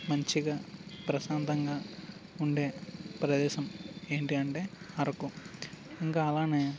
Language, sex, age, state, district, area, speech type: Telugu, male, 30-45, Andhra Pradesh, Alluri Sitarama Raju, rural, spontaneous